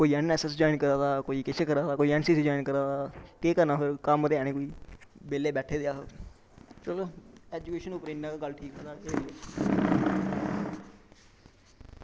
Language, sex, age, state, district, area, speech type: Dogri, male, 18-30, Jammu and Kashmir, Samba, rural, spontaneous